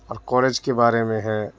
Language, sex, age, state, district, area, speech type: Urdu, male, 30-45, Bihar, Madhubani, rural, spontaneous